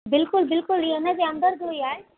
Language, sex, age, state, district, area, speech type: Sindhi, female, 30-45, Gujarat, Kutch, urban, conversation